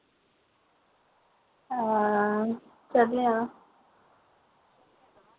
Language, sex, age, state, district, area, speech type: Dogri, female, 18-30, Jammu and Kashmir, Reasi, rural, conversation